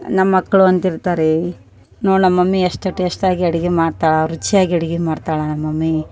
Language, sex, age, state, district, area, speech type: Kannada, female, 30-45, Karnataka, Koppal, urban, spontaneous